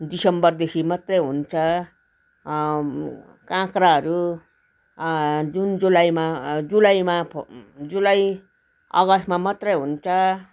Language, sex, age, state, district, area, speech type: Nepali, female, 60+, West Bengal, Darjeeling, rural, spontaneous